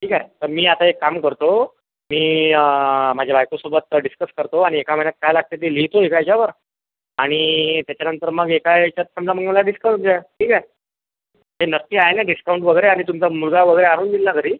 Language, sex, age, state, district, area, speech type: Marathi, male, 30-45, Maharashtra, Akola, rural, conversation